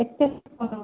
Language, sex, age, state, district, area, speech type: Odia, female, 60+, Odisha, Kandhamal, rural, conversation